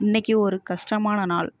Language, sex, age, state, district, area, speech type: Tamil, female, 45-60, Tamil Nadu, Ariyalur, rural, read